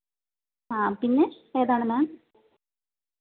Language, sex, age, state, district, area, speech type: Malayalam, female, 30-45, Kerala, Thiruvananthapuram, rural, conversation